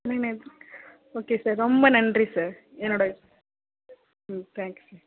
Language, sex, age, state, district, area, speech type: Tamil, female, 18-30, Tamil Nadu, Kallakurichi, rural, conversation